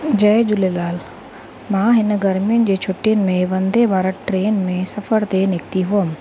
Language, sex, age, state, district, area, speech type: Sindhi, female, 30-45, Rajasthan, Ajmer, urban, spontaneous